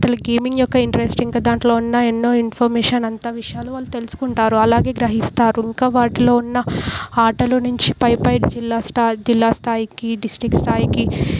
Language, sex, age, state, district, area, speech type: Telugu, female, 18-30, Telangana, Medak, urban, spontaneous